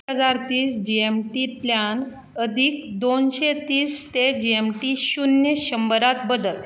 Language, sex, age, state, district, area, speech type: Goan Konkani, female, 45-60, Goa, Bardez, urban, read